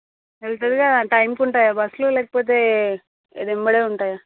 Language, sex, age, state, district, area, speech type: Telugu, female, 18-30, Telangana, Vikarabad, urban, conversation